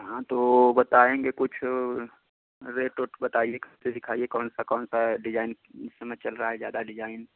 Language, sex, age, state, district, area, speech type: Hindi, male, 30-45, Uttar Pradesh, Chandauli, rural, conversation